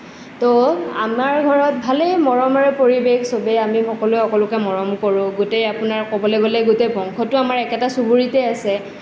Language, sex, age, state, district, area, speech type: Assamese, female, 18-30, Assam, Nalbari, rural, spontaneous